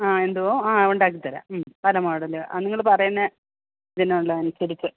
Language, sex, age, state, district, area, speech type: Malayalam, female, 45-60, Kerala, Idukki, rural, conversation